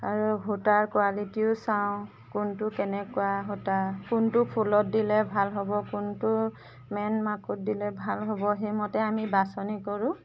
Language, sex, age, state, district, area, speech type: Assamese, female, 30-45, Assam, Golaghat, urban, spontaneous